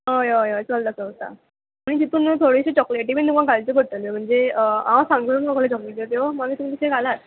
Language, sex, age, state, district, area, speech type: Goan Konkani, female, 18-30, Goa, Murmgao, urban, conversation